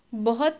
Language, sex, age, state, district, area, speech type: Punjabi, female, 18-30, Punjab, Shaheed Bhagat Singh Nagar, urban, spontaneous